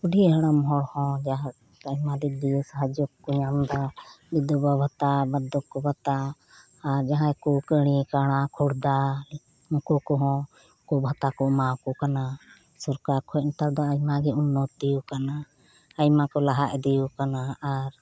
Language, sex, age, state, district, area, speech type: Santali, female, 45-60, West Bengal, Birbhum, rural, spontaneous